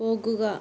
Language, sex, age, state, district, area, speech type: Malayalam, female, 18-30, Kerala, Kannur, rural, read